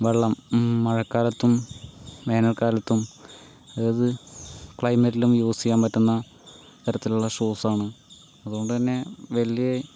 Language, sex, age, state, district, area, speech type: Malayalam, male, 45-60, Kerala, Palakkad, urban, spontaneous